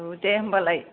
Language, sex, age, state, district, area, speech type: Bodo, female, 60+, Assam, Kokrajhar, rural, conversation